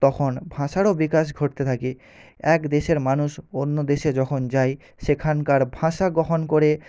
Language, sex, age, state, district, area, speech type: Bengali, male, 45-60, West Bengal, Jhargram, rural, spontaneous